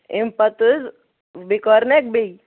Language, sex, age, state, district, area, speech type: Kashmiri, male, 18-30, Jammu and Kashmir, Kupwara, rural, conversation